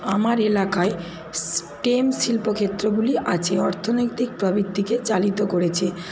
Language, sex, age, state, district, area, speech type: Bengali, female, 60+, West Bengal, Paschim Medinipur, rural, spontaneous